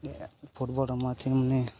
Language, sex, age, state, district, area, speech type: Gujarati, male, 18-30, Gujarat, Narmada, rural, spontaneous